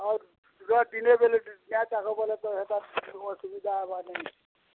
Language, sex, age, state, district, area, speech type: Odia, male, 60+, Odisha, Bargarh, urban, conversation